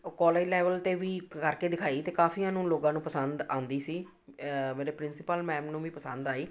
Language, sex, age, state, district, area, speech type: Punjabi, female, 45-60, Punjab, Amritsar, urban, spontaneous